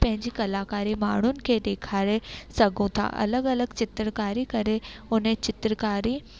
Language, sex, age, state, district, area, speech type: Sindhi, female, 18-30, Rajasthan, Ajmer, urban, spontaneous